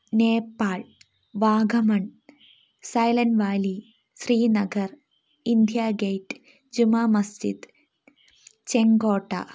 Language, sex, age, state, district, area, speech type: Malayalam, female, 18-30, Kerala, Wayanad, rural, spontaneous